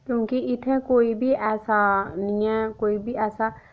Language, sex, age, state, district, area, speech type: Dogri, female, 18-30, Jammu and Kashmir, Udhampur, rural, spontaneous